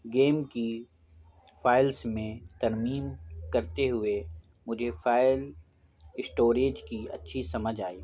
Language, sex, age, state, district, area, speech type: Urdu, male, 18-30, Bihar, Gaya, urban, spontaneous